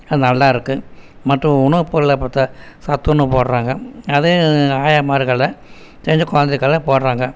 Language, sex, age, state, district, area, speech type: Tamil, male, 60+, Tamil Nadu, Erode, rural, spontaneous